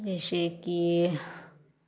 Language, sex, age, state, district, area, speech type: Hindi, female, 30-45, Uttar Pradesh, Varanasi, rural, spontaneous